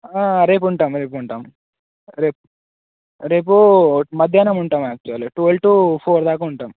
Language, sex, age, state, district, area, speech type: Telugu, male, 18-30, Telangana, Nagarkurnool, urban, conversation